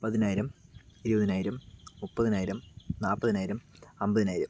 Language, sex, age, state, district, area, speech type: Malayalam, male, 30-45, Kerala, Palakkad, rural, spontaneous